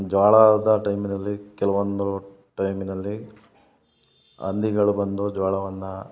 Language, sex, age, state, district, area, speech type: Kannada, male, 30-45, Karnataka, Hassan, rural, spontaneous